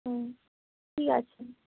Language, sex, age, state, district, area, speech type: Bengali, female, 18-30, West Bengal, Nadia, rural, conversation